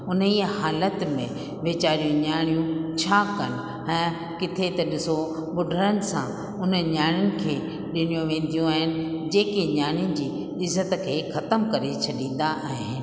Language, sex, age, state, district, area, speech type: Sindhi, female, 45-60, Rajasthan, Ajmer, urban, spontaneous